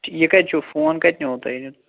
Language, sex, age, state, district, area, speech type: Kashmiri, male, 30-45, Jammu and Kashmir, Shopian, rural, conversation